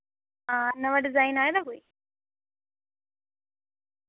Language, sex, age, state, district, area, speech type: Dogri, female, 18-30, Jammu and Kashmir, Reasi, rural, conversation